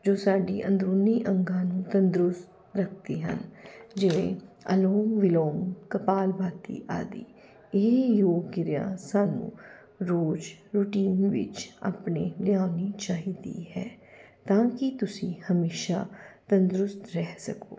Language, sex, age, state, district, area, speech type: Punjabi, female, 45-60, Punjab, Jalandhar, urban, spontaneous